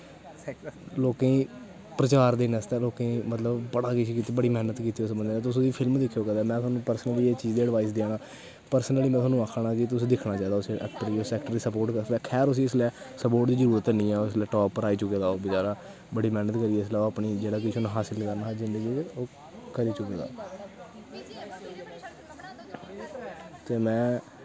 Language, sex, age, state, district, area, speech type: Dogri, male, 18-30, Jammu and Kashmir, Kathua, rural, spontaneous